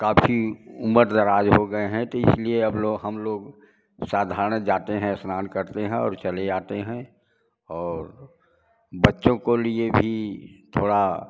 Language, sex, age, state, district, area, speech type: Hindi, male, 60+, Uttar Pradesh, Prayagraj, rural, spontaneous